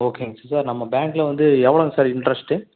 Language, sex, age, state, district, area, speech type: Tamil, male, 30-45, Tamil Nadu, Erode, rural, conversation